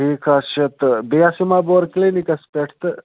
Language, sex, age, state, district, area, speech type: Kashmiri, male, 30-45, Jammu and Kashmir, Budgam, rural, conversation